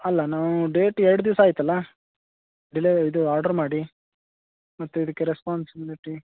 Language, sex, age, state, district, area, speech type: Kannada, male, 30-45, Karnataka, Dharwad, rural, conversation